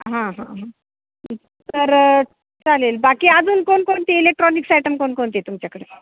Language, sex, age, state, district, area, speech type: Marathi, female, 45-60, Maharashtra, Ahmednagar, rural, conversation